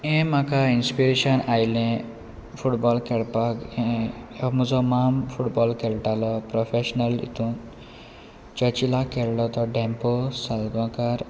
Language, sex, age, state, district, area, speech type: Goan Konkani, male, 18-30, Goa, Quepem, rural, spontaneous